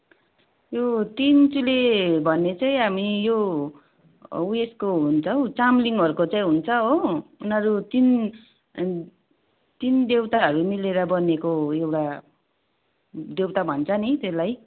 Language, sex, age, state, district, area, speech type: Nepali, female, 30-45, West Bengal, Darjeeling, rural, conversation